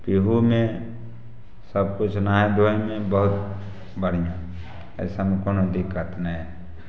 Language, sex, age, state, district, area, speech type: Maithili, male, 30-45, Bihar, Samastipur, rural, spontaneous